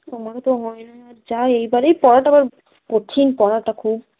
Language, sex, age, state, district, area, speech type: Bengali, female, 18-30, West Bengal, Cooch Behar, rural, conversation